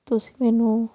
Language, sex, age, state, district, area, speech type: Punjabi, female, 45-60, Punjab, Patiala, rural, spontaneous